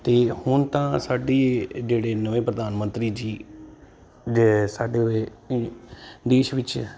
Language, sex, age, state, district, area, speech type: Punjabi, male, 30-45, Punjab, Jalandhar, urban, spontaneous